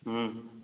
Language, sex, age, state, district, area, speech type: Maithili, male, 45-60, Bihar, Madhubani, urban, conversation